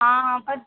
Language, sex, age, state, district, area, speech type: Hindi, female, 18-30, Madhya Pradesh, Harda, urban, conversation